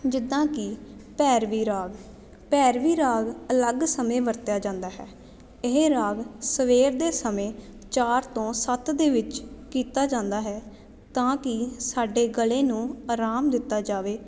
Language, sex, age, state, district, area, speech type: Punjabi, female, 18-30, Punjab, Jalandhar, urban, spontaneous